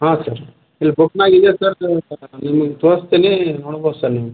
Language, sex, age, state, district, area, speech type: Kannada, male, 30-45, Karnataka, Bidar, urban, conversation